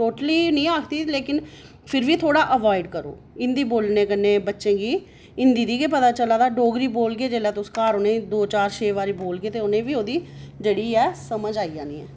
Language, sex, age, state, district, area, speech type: Dogri, female, 30-45, Jammu and Kashmir, Reasi, urban, spontaneous